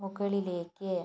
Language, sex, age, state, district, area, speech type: Malayalam, female, 18-30, Kerala, Wayanad, rural, read